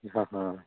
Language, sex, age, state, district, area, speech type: Punjabi, male, 30-45, Punjab, Bathinda, rural, conversation